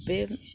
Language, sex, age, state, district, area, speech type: Bodo, female, 45-60, Assam, Kokrajhar, rural, spontaneous